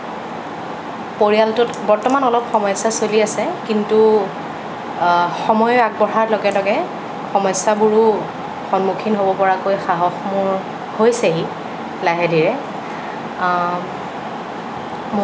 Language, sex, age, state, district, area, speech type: Assamese, female, 18-30, Assam, Nagaon, rural, spontaneous